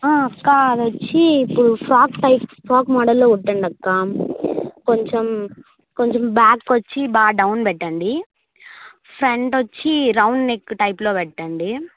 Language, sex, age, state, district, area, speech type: Telugu, female, 18-30, Andhra Pradesh, Kadapa, urban, conversation